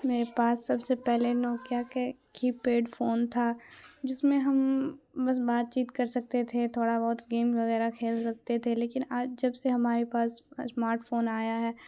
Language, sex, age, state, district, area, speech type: Urdu, female, 18-30, Bihar, Khagaria, rural, spontaneous